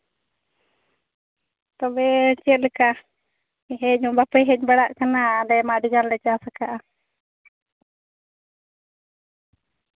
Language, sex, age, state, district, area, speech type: Santali, female, 30-45, Jharkhand, Seraikela Kharsawan, rural, conversation